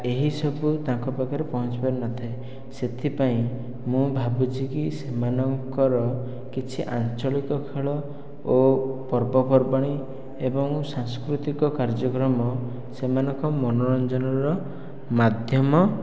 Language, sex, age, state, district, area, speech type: Odia, male, 18-30, Odisha, Khordha, rural, spontaneous